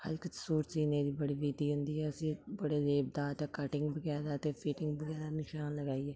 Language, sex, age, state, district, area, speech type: Dogri, female, 30-45, Jammu and Kashmir, Samba, rural, spontaneous